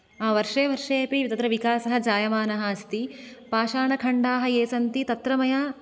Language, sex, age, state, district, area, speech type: Sanskrit, female, 18-30, Karnataka, Dakshina Kannada, urban, spontaneous